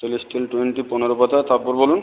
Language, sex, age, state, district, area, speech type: Bengali, male, 45-60, West Bengal, Purulia, urban, conversation